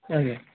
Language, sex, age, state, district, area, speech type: Odia, male, 30-45, Odisha, Mayurbhanj, rural, conversation